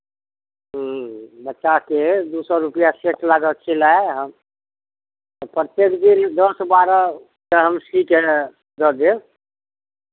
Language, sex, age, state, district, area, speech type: Maithili, male, 60+, Bihar, Araria, rural, conversation